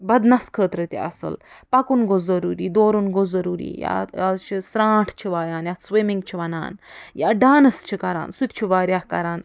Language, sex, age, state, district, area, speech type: Kashmiri, female, 60+, Jammu and Kashmir, Ganderbal, rural, spontaneous